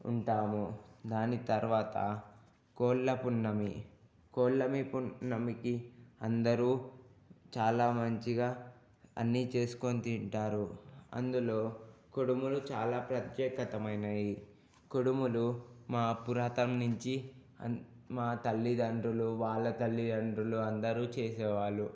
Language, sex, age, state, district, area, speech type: Telugu, male, 18-30, Telangana, Ranga Reddy, urban, spontaneous